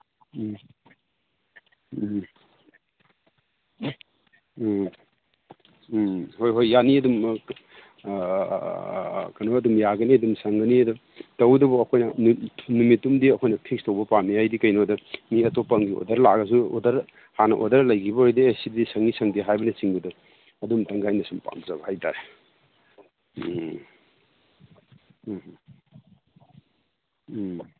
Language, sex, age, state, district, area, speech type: Manipuri, male, 60+, Manipur, Imphal East, rural, conversation